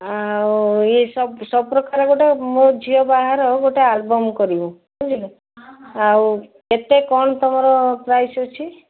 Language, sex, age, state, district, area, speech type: Odia, female, 45-60, Odisha, Cuttack, urban, conversation